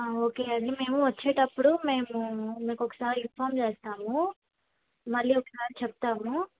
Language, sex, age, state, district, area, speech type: Telugu, female, 18-30, Andhra Pradesh, Bapatla, urban, conversation